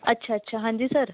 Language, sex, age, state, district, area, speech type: Dogri, female, 18-30, Jammu and Kashmir, Samba, urban, conversation